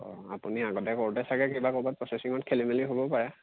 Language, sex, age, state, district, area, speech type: Assamese, male, 18-30, Assam, Lakhimpur, urban, conversation